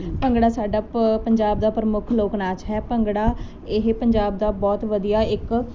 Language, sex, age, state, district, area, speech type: Punjabi, female, 18-30, Punjab, Muktsar, urban, spontaneous